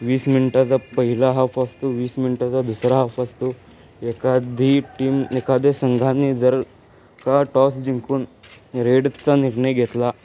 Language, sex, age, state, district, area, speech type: Marathi, male, 18-30, Maharashtra, Sangli, urban, spontaneous